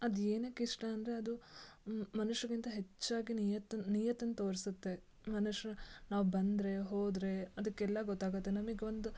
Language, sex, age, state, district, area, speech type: Kannada, female, 18-30, Karnataka, Shimoga, rural, spontaneous